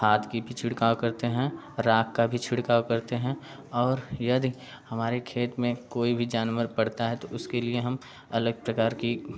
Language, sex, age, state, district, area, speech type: Hindi, male, 18-30, Uttar Pradesh, Prayagraj, urban, spontaneous